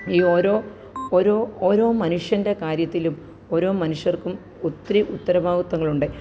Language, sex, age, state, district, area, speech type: Malayalam, female, 45-60, Kerala, Kottayam, rural, spontaneous